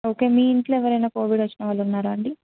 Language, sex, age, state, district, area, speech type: Telugu, female, 18-30, Telangana, Medak, urban, conversation